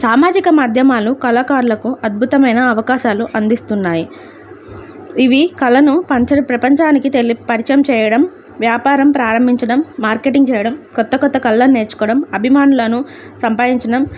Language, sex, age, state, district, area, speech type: Telugu, female, 18-30, Andhra Pradesh, Alluri Sitarama Raju, rural, spontaneous